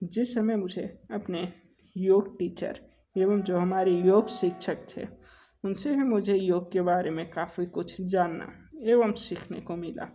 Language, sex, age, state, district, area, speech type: Hindi, male, 18-30, Uttar Pradesh, Sonbhadra, rural, spontaneous